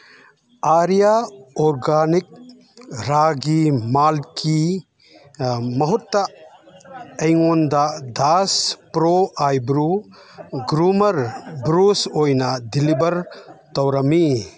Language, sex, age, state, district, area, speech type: Manipuri, male, 60+, Manipur, Chandel, rural, read